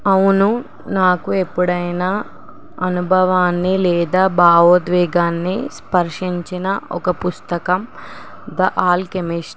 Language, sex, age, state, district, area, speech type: Telugu, female, 18-30, Telangana, Nizamabad, urban, spontaneous